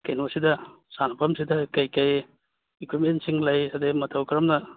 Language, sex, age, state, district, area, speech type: Manipuri, male, 30-45, Manipur, Churachandpur, rural, conversation